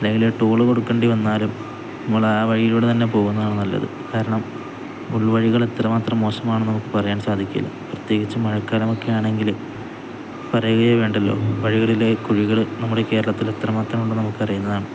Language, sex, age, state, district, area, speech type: Malayalam, male, 18-30, Kerala, Kozhikode, rural, spontaneous